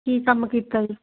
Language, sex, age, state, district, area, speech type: Punjabi, female, 60+, Punjab, Barnala, rural, conversation